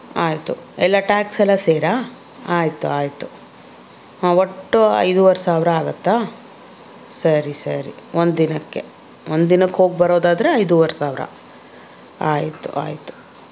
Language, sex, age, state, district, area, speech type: Kannada, female, 30-45, Karnataka, Davanagere, urban, spontaneous